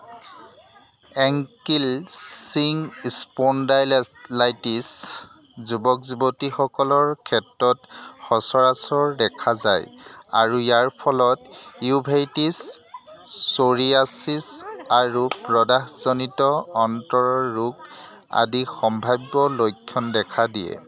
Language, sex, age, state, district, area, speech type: Assamese, male, 30-45, Assam, Jorhat, urban, read